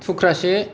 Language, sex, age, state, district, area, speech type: Bodo, male, 45-60, Assam, Kokrajhar, rural, spontaneous